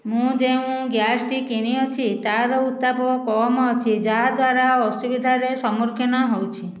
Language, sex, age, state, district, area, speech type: Odia, female, 60+, Odisha, Khordha, rural, spontaneous